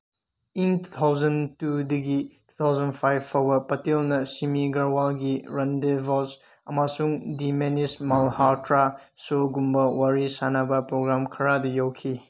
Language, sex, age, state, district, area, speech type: Manipuri, male, 18-30, Manipur, Senapati, urban, read